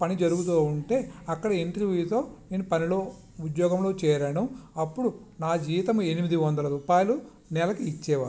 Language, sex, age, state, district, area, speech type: Telugu, male, 45-60, Andhra Pradesh, Visakhapatnam, urban, spontaneous